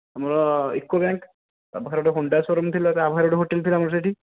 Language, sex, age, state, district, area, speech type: Odia, male, 18-30, Odisha, Nayagarh, rural, conversation